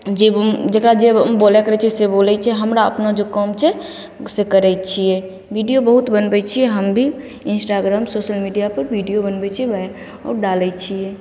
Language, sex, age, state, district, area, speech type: Maithili, female, 18-30, Bihar, Begusarai, rural, spontaneous